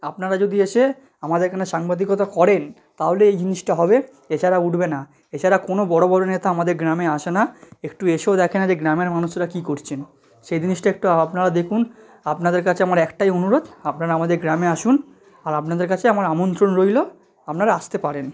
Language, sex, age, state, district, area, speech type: Bengali, male, 18-30, West Bengal, South 24 Parganas, rural, spontaneous